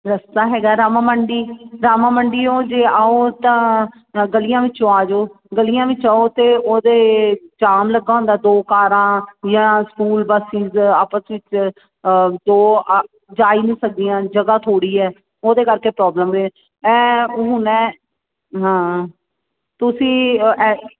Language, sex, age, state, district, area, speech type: Punjabi, female, 45-60, Punjab, Jalandhar, urban, conversation